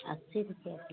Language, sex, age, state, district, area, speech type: Hindi, female, 60+, Uttar Pradesh, Bhadohi, rural, conversation